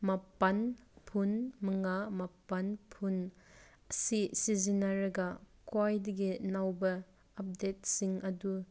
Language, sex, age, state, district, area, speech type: Manipuri, female, 18-30, Manipur, Kangpokpi, urban, read